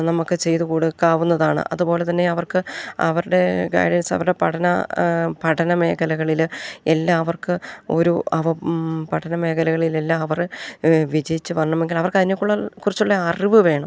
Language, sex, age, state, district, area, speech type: Malayalam, female, 45-60, Kerala, Idukki, rural, spontaneous